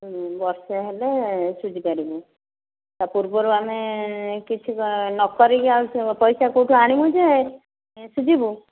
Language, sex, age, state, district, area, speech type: Odia, female, 60+, Odisha, Dhenkanal, rural, conversation